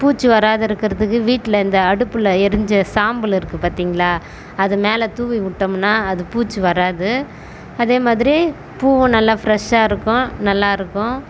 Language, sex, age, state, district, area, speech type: Tamil, female, 30-45, Tamil Nadu, Tiruvannamalai, urban, spontaneous